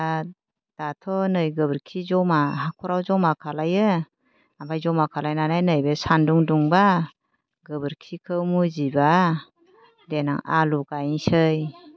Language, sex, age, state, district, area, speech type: Bodo, female, 45-60, Assam, Kokrajhar, urban, spontaneous